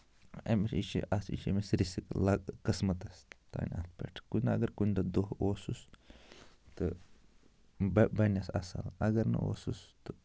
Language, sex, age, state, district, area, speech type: Kashmiri, male, 30-45, Jammu and Kashmir, Ganderbal, rural, spontaneous